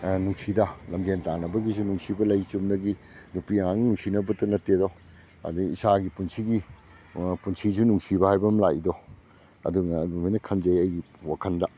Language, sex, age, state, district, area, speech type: Manipuri, male, 60+, Manipur, Kakching, rural, spontaneous